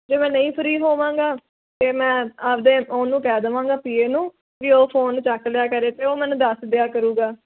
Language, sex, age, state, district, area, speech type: Punjabi, female, 18-30, Punjab, Firozpur, urban, conversation